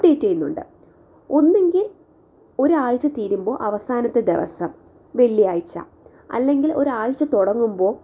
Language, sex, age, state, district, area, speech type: Malayalam, female, 18-30, Kerala, Thiruvananthapuram, urban, spontaneous